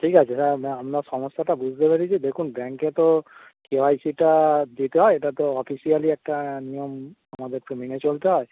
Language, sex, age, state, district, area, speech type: Bengali, male, 30-45, West Bengal, Darjeeling, urban, conversation